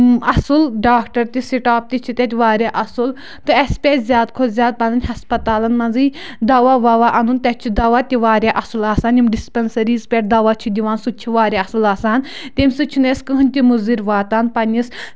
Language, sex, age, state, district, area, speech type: Kashmiri, female, 30-45, Jammu and Kashmir, Kulgam, rural, spontaneous